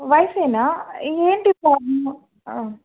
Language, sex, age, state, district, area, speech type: Telugu, female, 18-30, Andhra Pradesh, Bapatla, urban, conversation